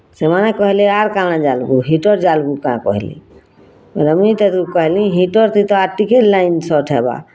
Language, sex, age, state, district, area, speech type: Odia, female, 45-60, Odisha, Bargarh, rural, spontaneous